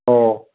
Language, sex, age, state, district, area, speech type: Manipuri, male, 60+, Manipur, Kangpokpi, urban, conversation